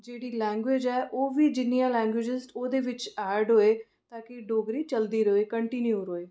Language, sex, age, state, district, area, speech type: Dogri, female, 30-45, Jammu and Kashmir, Reasi, urban, spontaneous